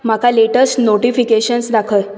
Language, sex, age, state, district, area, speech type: Goan Konkani, female, 18-30, Goa, Bardez, urban, read